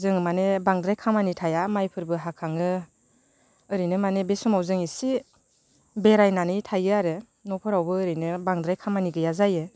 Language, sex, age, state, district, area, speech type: Bodo, female, 30-45, Assam, Baksa, rural, spontaneous